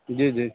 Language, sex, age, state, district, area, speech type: Urdu, male, 18-30, Uttar Pradesh, Saharanpur, urban, conversation